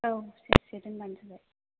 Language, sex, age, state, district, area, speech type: Bodo, female, 30-45, Assam, Kokrajhar, rural, conversation